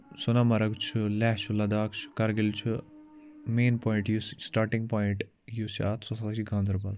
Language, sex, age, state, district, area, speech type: Kashmiri, male, 18-30, Jammu and Kashmir, Ganderbal, rural, spontaneous